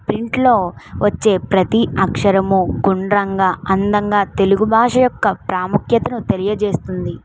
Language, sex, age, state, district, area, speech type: Telugu, female, 45-60, Andhra Pradesh, Kakinada, rural, spontaneous